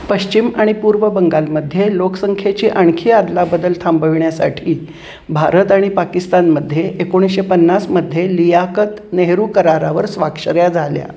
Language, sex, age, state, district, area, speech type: Marathi, female, 60+, Maharashtra, Kolhapur, urban, read